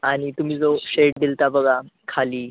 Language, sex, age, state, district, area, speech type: Marathi, male, 18-30, Maharashtra, Thane, urban, conversation